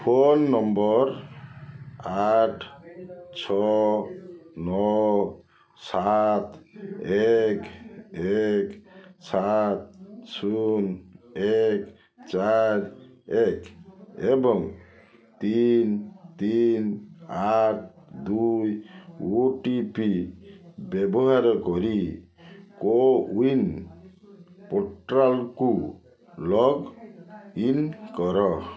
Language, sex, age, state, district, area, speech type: Odia, male, 45-60, Odisha, Balasore, rural, read